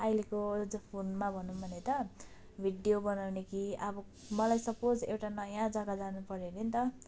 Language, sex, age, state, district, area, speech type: Nepali, female, 30-45, West Bengal, Darjeeling, rural, spontaneous